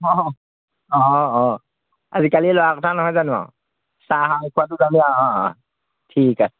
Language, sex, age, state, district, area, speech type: Assamese, male, 45-60, Assam, Golaghat, urban, conversation